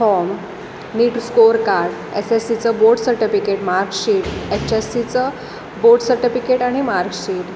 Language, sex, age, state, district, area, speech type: Marathi, female, 18-30, Maharashtra, Sindhudurg, rural, spontaneous